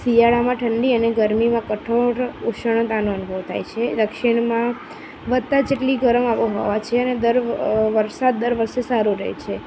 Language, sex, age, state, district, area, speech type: Gujarati, female, 30-45, Gujarat, Kheda, rural, spontaneous